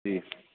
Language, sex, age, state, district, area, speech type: Urdu, male, 18-30, Delhi, East Delhi, urban, conversation